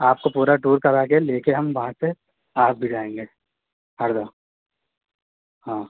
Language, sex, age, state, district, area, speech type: Hindi, male, 18-30, Madhya Pradesh, Harda, urban, conversation